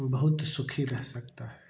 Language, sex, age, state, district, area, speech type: Hindi, male, 45-60, Uttar Pradesh, Chandauli, urban, spontaneous